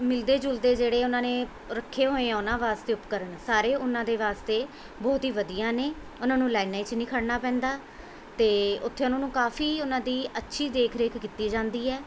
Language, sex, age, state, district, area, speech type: Punjabi, female, 30-45, Punjab, Mohali, urban, spontaneous